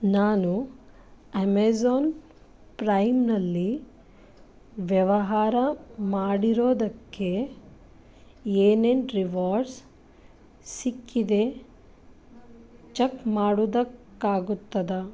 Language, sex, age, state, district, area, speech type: Kannada, female, 30-45, Karnataka, Bidar, urban, read